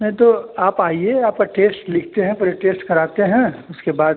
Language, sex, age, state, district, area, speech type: Hindi, male, 30-45, Uttar Pradesh, Chandauli, rural, conversation